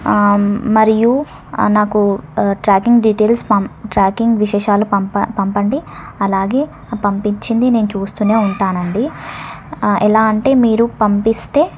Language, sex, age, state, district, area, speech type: Telugu, female, 18-30, Telangana, Suryapet, urban, spontaneous